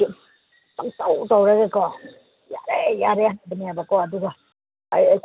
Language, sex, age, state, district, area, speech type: Manipuri, female, 60+, Manipur, Senapati, rural, conversation